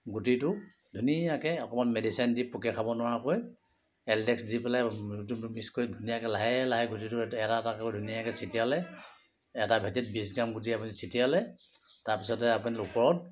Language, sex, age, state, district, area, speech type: Assamese, male, 45-60, Assam, Sivasagar, rural, spontaneous